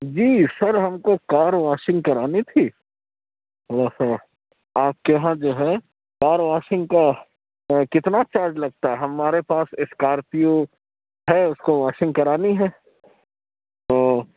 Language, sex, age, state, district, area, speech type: Urdu, male, 60+, Uttar Pradesh, Lucknow, urban, conversation